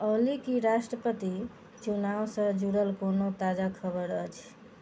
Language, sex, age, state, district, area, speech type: Maithili, female, 60+, Bihar, Sitamarhi, urban, read